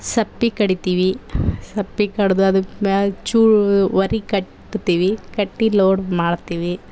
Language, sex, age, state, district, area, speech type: Kannada, female, 30-45, Karnataka, Vijayanagara, rural, spontaneous